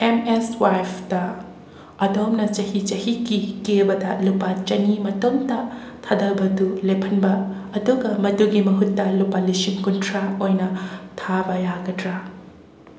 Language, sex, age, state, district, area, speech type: Manipuri, female, 45-60, Manipur, Imphal West, rural, read